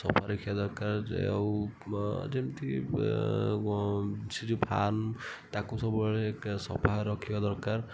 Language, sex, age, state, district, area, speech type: Odia, female, 18-30, Odisha, Kendujhar, urban, spontaneous